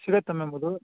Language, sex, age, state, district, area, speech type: Kannada, male, 18-30, Karnataka, Chikkamagaluru, rural, conversation